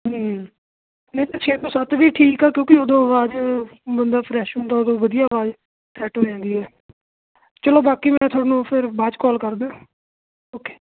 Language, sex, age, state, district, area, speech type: Punjabi, male, 18-30, Punjab, Ludhiana, urban, conversation